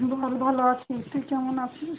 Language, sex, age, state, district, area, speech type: Bengali, female, 18-30, West Bengal, Malda, urban, conversation